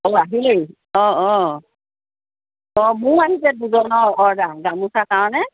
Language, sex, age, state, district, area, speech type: Assamese, female, 60+, Assam, Dibrugarh, rural, conversation